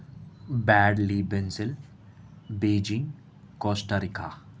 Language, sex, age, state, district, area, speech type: Telugu, male, 30-45, Andhra Pradesh, Krishna, urban, spontaneous